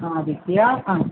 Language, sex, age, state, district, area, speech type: Malayalam, female, 60+, Kerala, Thiruvananthapuram, urban, conversation